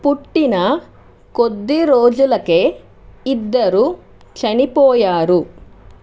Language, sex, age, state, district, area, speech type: Telugu, female, 30-45, Andhra Pradesh, Chittoor, urban, read